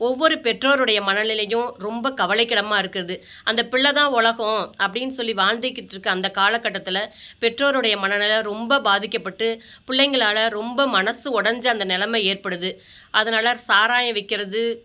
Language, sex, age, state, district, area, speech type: Tamil, female, 45-60, Tamil Nadu, Ariyalur, rural, spontaneous